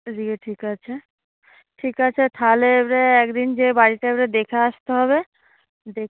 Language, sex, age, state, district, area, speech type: Bengali, female, 45-60, West Bengal, Paschim Medinipur, urban, conversation